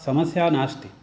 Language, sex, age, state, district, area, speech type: Sanskrit, male, 60+, Karnataka, Uttara Kannada, rural, spontaneous